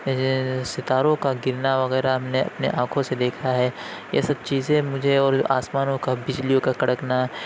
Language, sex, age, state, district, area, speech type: Urdu, male, 18-30, Uttar Pradesh, Lucknow, urban, spontaneous